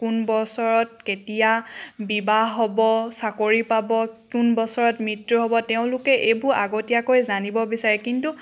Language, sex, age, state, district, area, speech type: Assamese, female, 18-30, Assam, Charaideo, rural, spontaneous